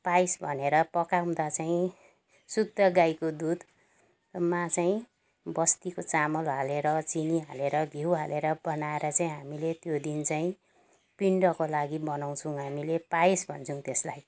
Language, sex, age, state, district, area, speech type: Nepali, female, 60+, West Bengal, Jalpaiguri, rural, spontaneous